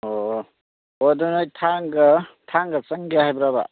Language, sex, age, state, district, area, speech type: Manipuri, male, 30-45, Manipur, Churachandpur, rural, conversation